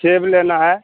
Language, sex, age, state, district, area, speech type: Hindi, male, 60+, Bihar, Madhepura, rural, conversation